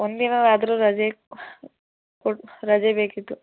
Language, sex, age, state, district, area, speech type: Kannada, female, 18-30, Karnataka, Chamarajanagar, rural, conversation